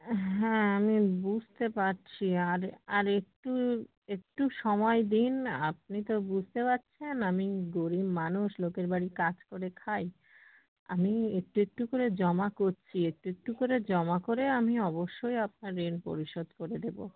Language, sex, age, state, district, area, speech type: Bengali, female, 18-30, West Bengal, Hooghly, urban, conversation